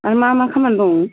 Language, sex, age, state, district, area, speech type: Bodo, female, 60+, Assam, Udalguri, rural, conversation